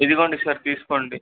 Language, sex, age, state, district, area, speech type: Telugu, male, 18-30, Telangana, Medak, rural, conversation